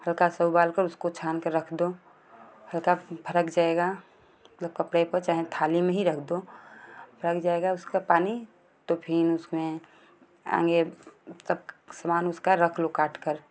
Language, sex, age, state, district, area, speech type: Hindi, female, 18-30, Uttar Pradesh, Ghazipur, rural, spontaneous